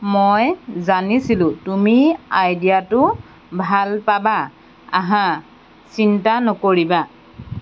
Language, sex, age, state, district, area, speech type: Assamese, female, 30-45, Assam, Golaghat, rural, read